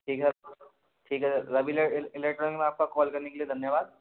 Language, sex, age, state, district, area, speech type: Hindi, male, 18-30, Madhya Pradesh, Gwalior, urban, conversation